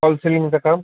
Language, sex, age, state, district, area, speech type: Marathi, male, 30-45, Maharashtra, Osmanabad, rural, conversation